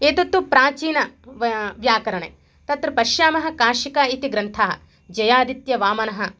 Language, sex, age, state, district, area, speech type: Sanskrit, female, 30-45, Telangana, Mahbubnagar, urban, spontaneous